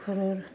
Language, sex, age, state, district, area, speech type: Assamese, female, 45-60, Assam, Barpeta, rural, spontaneous